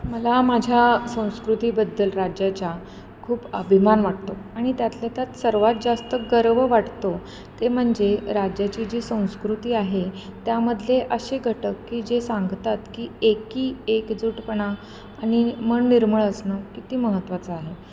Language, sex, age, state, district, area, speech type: Marathi, female, 30-45, Maharashtra, Kolhapur, urban, spontaneous